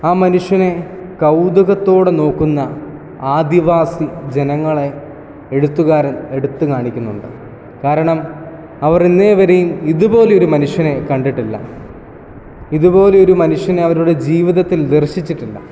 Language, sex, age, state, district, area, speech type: Malayalam, male, 18-30, Kerala, Kottayam, rural, spontaneous